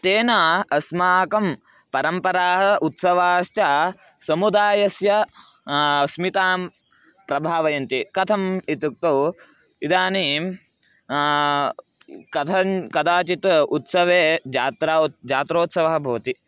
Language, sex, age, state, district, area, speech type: Sanskrit, male, 18-30, Karnataka, Mandya, rural, spontaneous